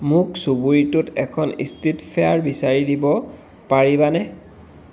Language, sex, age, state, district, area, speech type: Assamese, male, 30-45, Assam, Dhemaji, rural, read